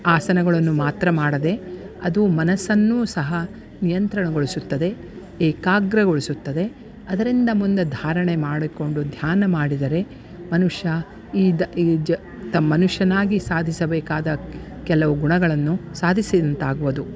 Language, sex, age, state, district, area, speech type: Kannada, female, 60+, Karnataka, Dharwad, rural, spontaneous